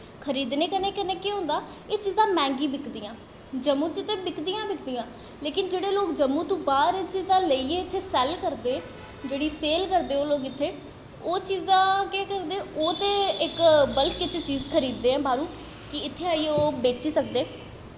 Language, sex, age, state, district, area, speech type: Dogri, female, 18-30, Jammu and Kashmir, Jammu, urban, spontaneous